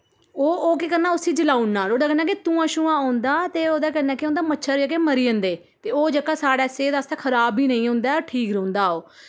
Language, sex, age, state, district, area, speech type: Dogri, female, 30-45, Jammu and Kashmir, Udhampur, urban, spontaneous